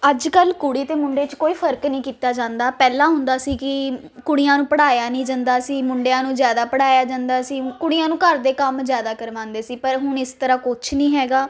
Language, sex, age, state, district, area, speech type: Punjabi, female, 18-30, Punjab, Ludhiana, urban, spontaneous